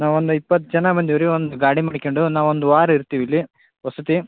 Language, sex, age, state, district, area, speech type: Kannada, male, 18-30, Karnataka, Koppal, rural, conversation